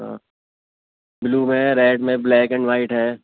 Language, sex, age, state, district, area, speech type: Urdu, male, 18-30, Uttar Pradesh, Rampur, urban, conversation